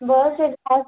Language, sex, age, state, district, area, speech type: Hindi, female, 30-45, Uttar Pradesh, Azamgarh, urban, conversation